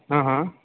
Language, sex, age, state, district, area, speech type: Hindi, male, 30-45, Bihar, Darbhanga, rural, conversation